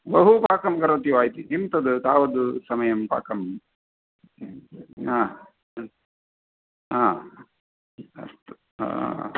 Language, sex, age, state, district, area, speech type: Sanskrit, male, 60+, Karnataka, Dakshina Kannada, rural, conversation